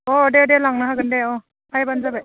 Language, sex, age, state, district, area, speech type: Bodo, female, 18-30, Assam, Udalguri, urban, conversation